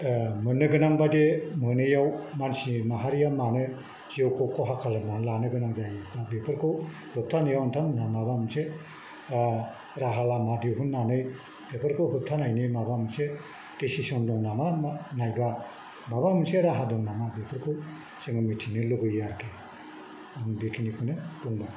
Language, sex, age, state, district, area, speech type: Bodo, male, 60+, Assam, Kokrajhar, rural, spontaneous